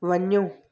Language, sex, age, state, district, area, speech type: Sindhi, female, 30-45, Gujarat, Surat, urban, read